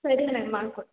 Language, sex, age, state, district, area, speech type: Kannada, female, 18-30, Karnataka, Mandya, rural, conversation